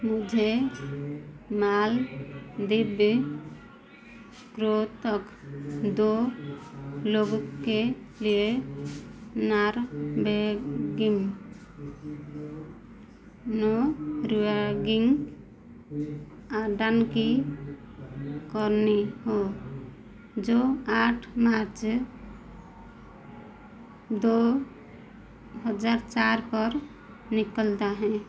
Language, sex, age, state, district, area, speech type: Hindi, female, 45-60, Madhya Pradesh, Chhindwara, rural, read